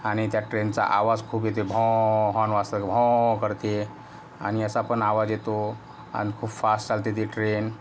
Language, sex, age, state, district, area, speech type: Marathi, male, 18-30, Maharashtra, Yavatmal, rural, spontaneous